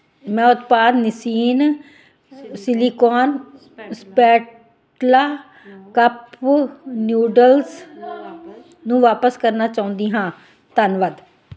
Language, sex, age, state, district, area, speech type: Punjabi, female, 60+, Punjab, Ludhiana, rural, read